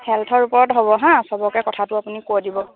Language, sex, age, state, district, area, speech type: Assamese, female, 18-30, Assam, Lakhimpur, rural, conversation